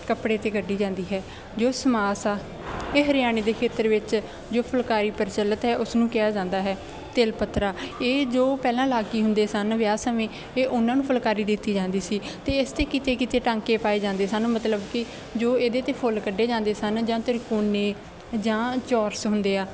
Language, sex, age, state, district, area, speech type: Punjabi, female, 18-30, Punjab, Bathinda, rural, spontaneous